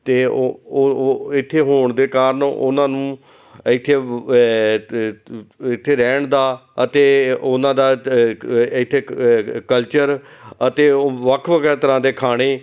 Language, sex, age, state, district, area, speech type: Punjabi, male, 45-60, Punjab, Amritsar, urban, spontaneous